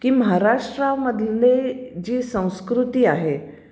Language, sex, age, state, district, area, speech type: Marathi, female, 45-60, Maharashtra, Pune, urban, spontaneous